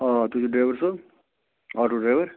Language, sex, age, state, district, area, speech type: Kashmiri, male, 30-45, Jammu and Kashmir, Budgam, rural, conversation